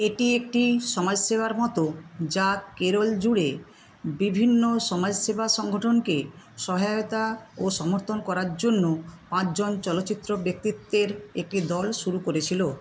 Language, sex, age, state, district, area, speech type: Bengali, female, 60+, West Bengal, Jhargram, rural, read